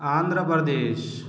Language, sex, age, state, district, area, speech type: Marathi, male, 18-30, Maharashtra, Washim, rural, spontaneous